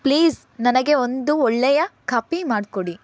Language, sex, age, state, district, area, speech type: Kannada, female, 18-30, Karnataka, Chitradurga, rural, read